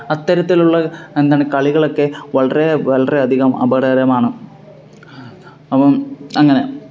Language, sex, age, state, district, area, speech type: Malayalam, male, 18-30, Kerala, Kollam, rural, spontaneous